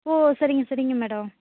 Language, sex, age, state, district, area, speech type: Tamil, female, 18-30, Tamil Nadu, Nagapattinam, rural, conversation